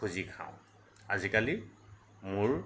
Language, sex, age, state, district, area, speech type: Assamese, male, 45-60, Assam, Nagaon, rural, spontaneous